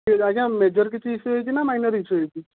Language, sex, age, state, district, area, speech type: Odia, male, 30-45, Odisha, Sundergarh, urban, conversation